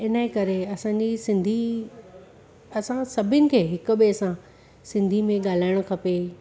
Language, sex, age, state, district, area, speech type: Sindhi, female, 30-45, Gujarat, Surat, urban, spontaneous